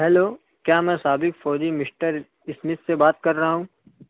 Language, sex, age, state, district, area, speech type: Urdu, male, 60+, Maharashtra, Nashik, urban, conversation